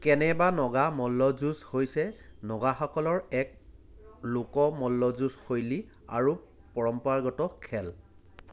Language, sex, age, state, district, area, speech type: Assamese, male, 30-45, Assam, Jorhat, urban, read